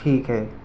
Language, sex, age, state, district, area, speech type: Urdu, male, 18-30, Uttar Pradesh, Siddharthnagar, rural, spontaneous